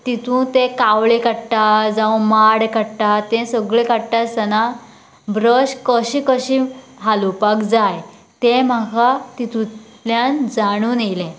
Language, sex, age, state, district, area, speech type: Goan Konkani, female, 18-30, Goa, Canacona, rural, spontaneous